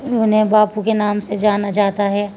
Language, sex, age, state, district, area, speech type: Urdu, female, 45-60, Uttar Pradesh, Muzaffarnagar, urban, spontaneous